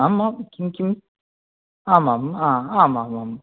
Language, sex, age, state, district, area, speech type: Sanskrit, male, 18-30, Karnataka, Dakshina Kannada, rural, conversation